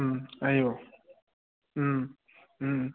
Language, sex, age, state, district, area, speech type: Assamese, male, 30-45, Assam, Charaideo, urban, conversation